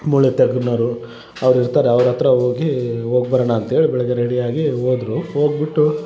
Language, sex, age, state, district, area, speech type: Kannada, male, 30-45, Karnataka, Vijayanagara, rural, spontaneous